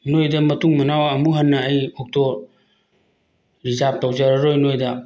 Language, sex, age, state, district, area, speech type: Manipuri, male, 45-60, Manipur, Bishnupur, rural, spontaneous